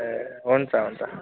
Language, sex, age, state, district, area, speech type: Nepali, male, 18-30, West Bengal, Kalimpong, rural, conversation